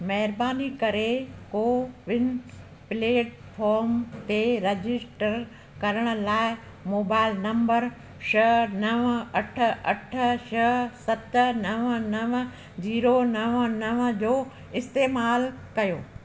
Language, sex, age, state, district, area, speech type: Sindhi, female, 60+, Madhya Pradesh, Katni, urban, read